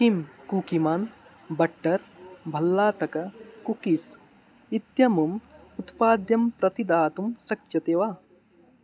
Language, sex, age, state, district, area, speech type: Sanskrit, male, 18-30, Odisha, Mayurbhanj, rural, read